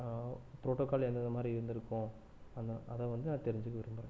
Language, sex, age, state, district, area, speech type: Tamil, male, 30-45, Tamil Nadu, Erode, rural, spontaneous